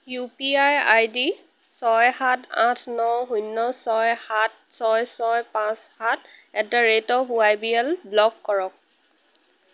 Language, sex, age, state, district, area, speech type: Assamese, female, 30-45, Assam, Lakhimpur, rural, read